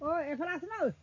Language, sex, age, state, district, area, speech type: Assamese, female, 60+, Assam, Dhemaji, rural, spontaneous